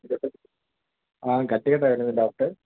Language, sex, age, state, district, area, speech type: Telugu, male, 18-30, Telangana, Hyderabad, urban, conversation